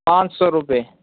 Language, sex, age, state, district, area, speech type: Urdu, male, 18-30, Uttar Pradesh, Saharanpur, urban, conversation